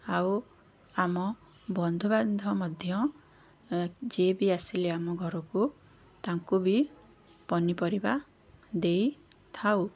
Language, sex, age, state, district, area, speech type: Odia, female, 30-45, Odisha, Puri, urban, spontaneous